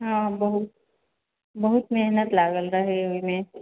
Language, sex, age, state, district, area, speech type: Maithili, female, 18-30, Bihar, Sitamarhi, rural, conversation